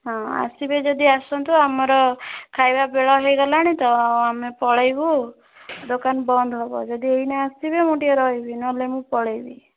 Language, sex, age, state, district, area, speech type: Odia, female, 18-30, Odisha, Bhadrak, rural, conversation